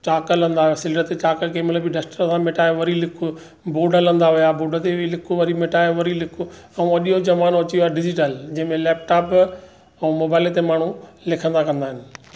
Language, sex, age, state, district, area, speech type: Sindhi, male, 45-60, Maharashtra, Thane, urban, spontaneous